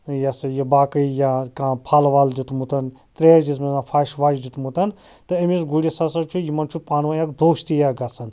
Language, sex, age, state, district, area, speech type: Kashmiri, male, 30-45, Jammu and Kashmir, Anantnag, rural, spontaneous